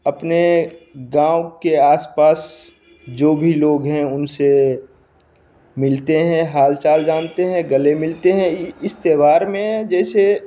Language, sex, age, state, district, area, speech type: Hindi, male, 30-45, Bihar, Begusarai, rural, spontaneous